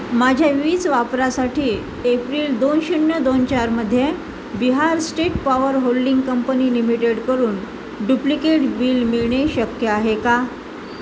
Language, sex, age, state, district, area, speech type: Marathi, female, 45-60, Maharashtra, Nanded, urban, read